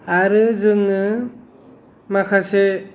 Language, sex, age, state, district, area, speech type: Bodo, male, 45-60, Assam, Kokrajhar, rural, spontaneous